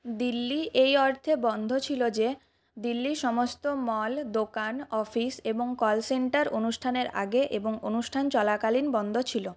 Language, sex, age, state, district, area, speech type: Bengali, female, 30-45, West Bengal, Purulia, urban, read